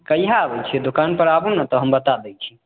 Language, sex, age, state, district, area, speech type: Maithili, male, 18-30, Bihar, Samastipur, rural, conversation